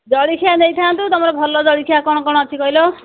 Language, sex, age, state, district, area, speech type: Odia, female, 60+, Odisha, Angul, rural, conversation